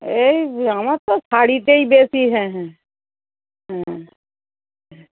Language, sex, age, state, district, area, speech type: Bengali, female, 45-60, West Bengal, North 24 Parganas, urban, conversation